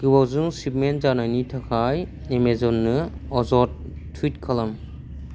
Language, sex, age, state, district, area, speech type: Bodo, male, 18-30, Assam, Kokrajhar, rural, read